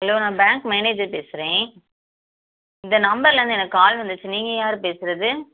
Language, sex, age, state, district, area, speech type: Tamil, female, 30-45, Tamil Nadu, Madurai, urban, conversation